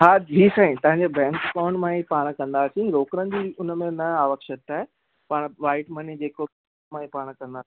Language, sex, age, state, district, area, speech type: Sindhi, male, 18-30, Gujarat, Kutch, urban, conversation